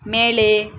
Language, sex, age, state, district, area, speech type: Tamil, female, 18-30, Tamil Nadu, Sivaganga, rural, read